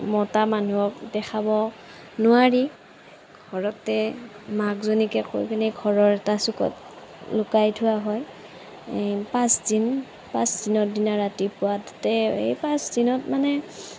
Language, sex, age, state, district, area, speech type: Assamese, female, 30-45, Assam, Darrang, rural, spontaneous